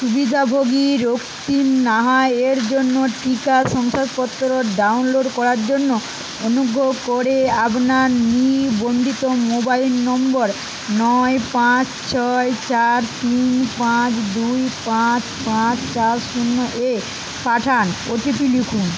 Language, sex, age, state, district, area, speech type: Bengali, female, 45-60, West Bengal, Paschim Medinipur, rural, read